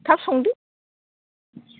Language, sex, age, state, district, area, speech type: Bodo, female, 30-45, Assam, Baksa, rural, conversation